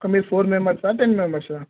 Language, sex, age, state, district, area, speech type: Telugu, male, 18-30, Telangana, Nizamabad, urban, conversation